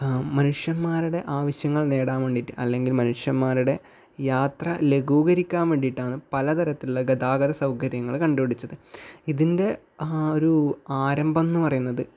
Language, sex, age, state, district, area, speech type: Malayalam, male, 18-30, Kerala, Kasaragod, rural, spontaneous